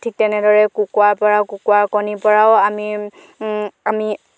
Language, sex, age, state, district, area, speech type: Assamese, female, 18-30, Assam, Dhemaji, rural, spontaneous